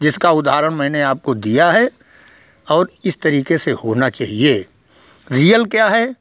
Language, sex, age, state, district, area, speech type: Hindi, male, 60+, Uttar Pradesh, Hardoi, rural, spontaneous